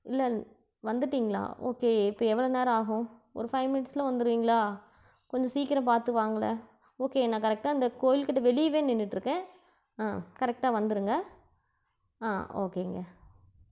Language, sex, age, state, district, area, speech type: Tamil, female, 45-60, Tamil Nadu, Namakkal, rural, spontaneous